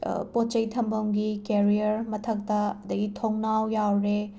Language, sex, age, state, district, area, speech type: Manipuri, female, 18-30, Manipur, Imphal West, rural, spontaneous